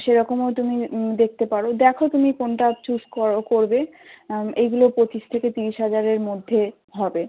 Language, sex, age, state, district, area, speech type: Bengali, female, 18-30, West Bengal, South 24 Parganas, urban, conversation